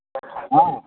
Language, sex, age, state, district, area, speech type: Gujarati, male, 60+, Gujarat, Narmada, urban, conversation